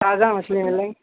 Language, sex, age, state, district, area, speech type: Urdu, male, 18-30, Uttar Pradesh, Gautam Buddha Nagar, urban, conversation